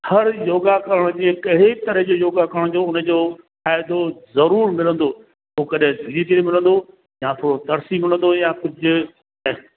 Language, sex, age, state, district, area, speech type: Sindhi, male, 60+, Rajasthan, Ajmer, rural, conversation